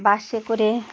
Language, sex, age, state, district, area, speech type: Bengali, female, 60+, West Bengal, Birbhum, urban, spontaneous